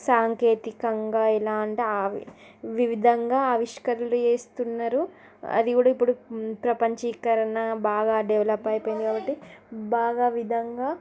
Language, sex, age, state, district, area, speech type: Telugu, female, 30-45, Andhra Pradesh, Srikakulam, urban, spontaneous